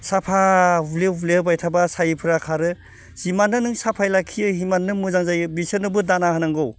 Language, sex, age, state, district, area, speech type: Bodo, male, 45-60, Assam, Baksa, urban, spontaneous